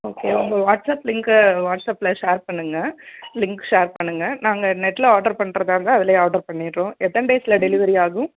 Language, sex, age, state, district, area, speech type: Tamil, female, 30-45, Tamil Nadu, Chennai, urban, conversation